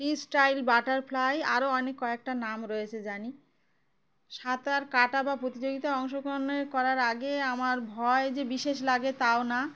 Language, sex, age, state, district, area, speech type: Bengali, female, 30-45, West Bengal, Uttar Dinajpur, urban, spontaneous